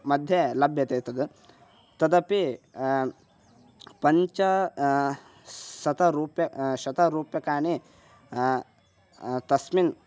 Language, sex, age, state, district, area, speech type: Sanskrit, male, 18-30, Karnataka, Bagalkot, rural, spontaneous